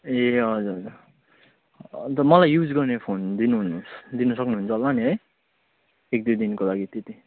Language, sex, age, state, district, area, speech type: Nepali, male, 30-45, West Bengal, Jalpaiguri, urban, conversation